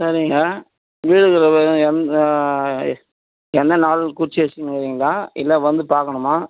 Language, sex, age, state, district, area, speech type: Tamil, male, 60+, Tamil Nadu, Vellore, rural, conversation